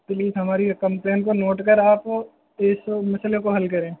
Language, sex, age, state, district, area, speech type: Urdu, male, 18-30, Delhi, North West Delhi, urban, conversation